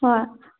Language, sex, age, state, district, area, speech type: Manipuri, female, 18-30, Manipur, Kangpokpi, urban, conversation